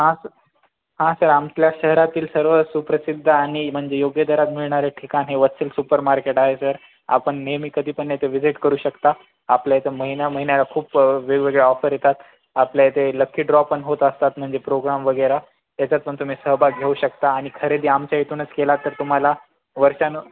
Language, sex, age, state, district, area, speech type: Marathi, male, 18-30, Maharashtra, Nanded, urban, conversation